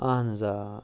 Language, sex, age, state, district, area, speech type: Kashmiri, male, 30-45, Jammu and Kashmir, Kupwara, rural, spontaneous